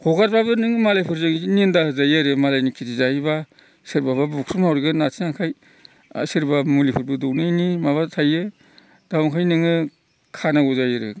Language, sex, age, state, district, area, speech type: Bodo, male, 60+, Assam, Udalguri, rural, spontaneous